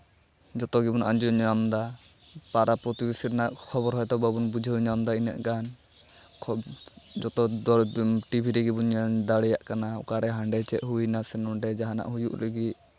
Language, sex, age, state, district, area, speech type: Santali, male, 18-30, West Bengal, Malda, rural, spontaneous